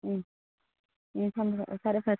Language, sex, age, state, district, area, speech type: Manipuri, female, 45-60, Manipur, Churachandpur, urban, conversation